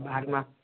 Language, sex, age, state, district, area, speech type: Odia, female, 30-45, Odisha, Bargarh, urban, conversation